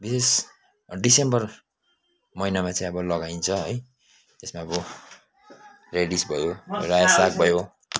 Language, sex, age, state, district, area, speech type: Nepali, male, 30-45, West Bengal, Kalimpong, rural, spontaneous